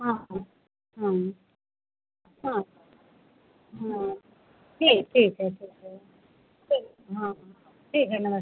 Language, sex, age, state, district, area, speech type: Hindi, female, 60+, Uttar Pradesh, Pratapgarh, rural, conversation